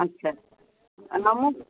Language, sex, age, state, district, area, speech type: Maithili, female, 30-45, Bihar, Madhubani, rural, conversation